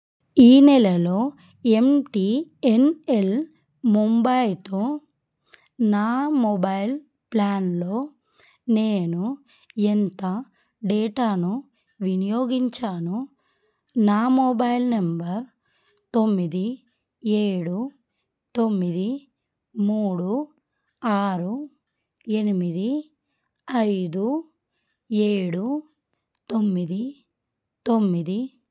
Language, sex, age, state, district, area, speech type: Telugu, female, 30-45, Telangana, Adilabad, rural, read